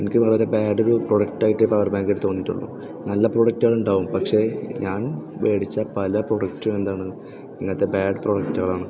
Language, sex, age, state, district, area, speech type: Malayalam, male, 18-30, Kerala, Thrissur, rural, spontaneous